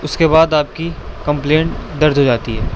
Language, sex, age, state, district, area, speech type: Urdu, male, 18-30, Delhi, East Delhi, urban, spontaneous